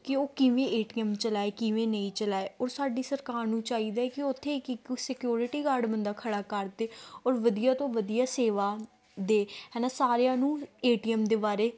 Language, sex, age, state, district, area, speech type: Punjabi, female, 18-30, Punjab, Gurdaspur, rural, spontaneous